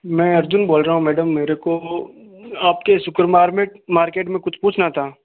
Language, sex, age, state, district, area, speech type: Hindi, male, 18-30, Rajasthan, Ajmer, urban, conversation